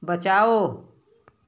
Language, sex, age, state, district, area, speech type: Hindi, female, 60+, Uttar Pradesh, Varanasi, rural, read